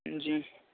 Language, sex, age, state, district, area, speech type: Urdu, male, 30-45, Uttar Pradesh, Muzaffarnagar, urban, conversation